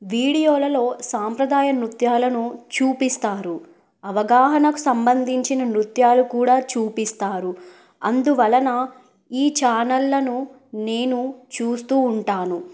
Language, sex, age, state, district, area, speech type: Telugu, female, 18-30, Telangana, Bhadradri Kothagudem, rural, spontaneous